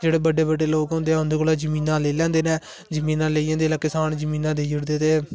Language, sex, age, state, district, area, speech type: Dogri, male, 18-30, Jammu and Kashmir, Samba, rural, spontaneous